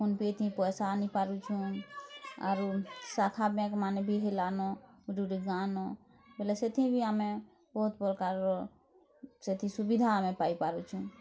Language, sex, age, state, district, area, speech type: Odia, female, 30-45, Odisha, Bargarh, rural, spontaneous